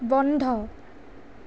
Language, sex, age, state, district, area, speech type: Assamese, female, 18-30, Assam, Darrang, rural, read